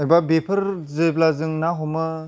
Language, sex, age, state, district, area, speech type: Bodo, male, 30-45, Assam, Chirang, rural, spontaneous